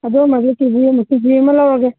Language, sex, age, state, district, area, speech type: Manipuri, female, 45-60, Manipur, Kangpokpi, urban, conversation